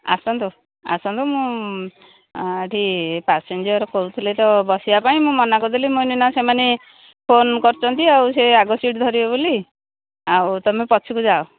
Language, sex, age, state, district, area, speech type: Odia, female, 60+, Odisha, Jharsuguda, rural, conversation